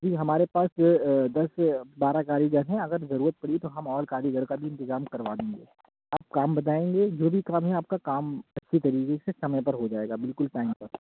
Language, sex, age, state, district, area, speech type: Urdu, male, 45-60, Uttar Pradesh, Aligarh, rural, conversation